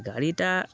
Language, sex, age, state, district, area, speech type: Bengali, male, 18-30, West Bengal, Darjeeling, urban, spontaneous